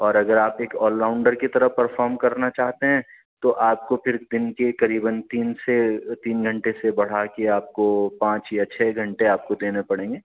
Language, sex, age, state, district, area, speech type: Urdu, male, 45-60, Delhi, South Delhi, urban, conversation